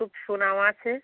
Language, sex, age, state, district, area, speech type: Bengali, female, 45-60, West Bengal, North 24 Parganas, rural, conversation